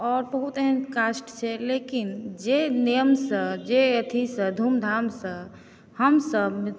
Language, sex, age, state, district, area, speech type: Maithili, female, 18-30, Bihar, Supaul, rural, spontaneous